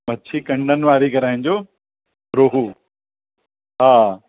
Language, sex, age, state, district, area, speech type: Sindhi, male, 45-60, Uttar Pradesh, Lucknow, rural, conversation